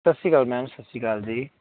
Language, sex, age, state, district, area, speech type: Punjabi, male, 18-30, Punjab, Muktsar, rural, conversation